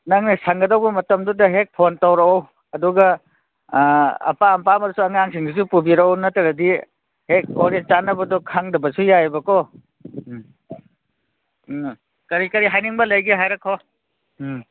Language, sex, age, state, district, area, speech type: Manipuri, male, 45-60, Manipur, Kangpokpi, urban, conversation